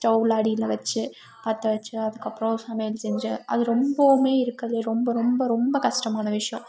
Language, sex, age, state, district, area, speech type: Tamil, female, 18-30, Tamil Nadu, Tiruppur, rural, spontaneous